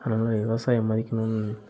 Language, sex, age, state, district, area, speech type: Tamil, male, 30-45, Tamil Nadu, Kallakurichi, urban, spontaneous